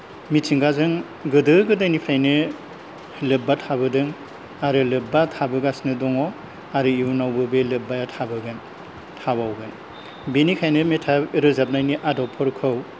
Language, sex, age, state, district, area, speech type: Bodo, male, 60+, Assam, Kokrajhar, rural, spontaneous